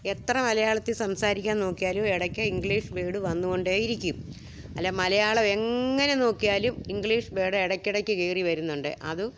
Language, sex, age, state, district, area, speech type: Malayalam, female, 60+, Kerala, Alappuzha, rural, spontaneous